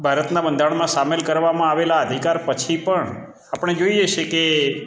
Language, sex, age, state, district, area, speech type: Gujarati, male, 45-60, Gujarat, Amreli, rural, spontaneous